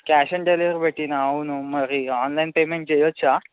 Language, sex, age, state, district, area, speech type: Telugu, male, 18-30, Telangana, Medchal, urban, conversation